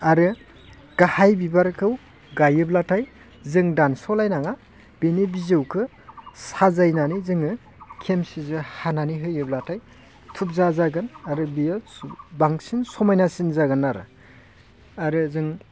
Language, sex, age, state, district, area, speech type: Bodo, male, 30-45, Assam, Baksa, urban, spontaneous